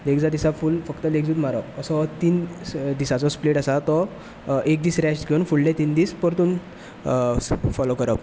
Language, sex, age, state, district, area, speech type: Goan Konkani, male, 18-30, Goa, Bardez, rural, spontaneous